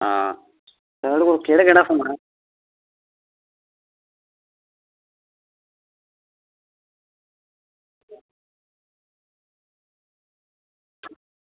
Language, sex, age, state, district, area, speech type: Dogri, male, 30-45, Jammu and Kashmir, Reasi, rural, conversation